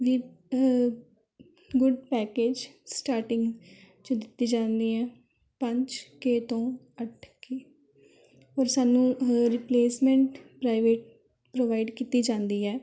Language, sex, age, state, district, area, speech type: Punjabi, female, 18-30, Punjab, Rupnagar, urban, spontaneous